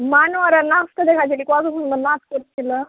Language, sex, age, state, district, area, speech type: Bengali, female, 18-30, West Bengal, Murshidabad, rural, conversation